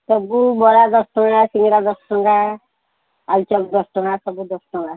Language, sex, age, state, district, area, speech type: Odia, female, 60+, Odisha, Gajapati, rural, conversation